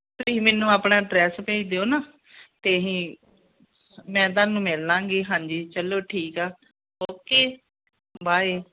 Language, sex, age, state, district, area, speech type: Punjabi, female, 45-60, Punjab, Gurdaspur, rural, conversation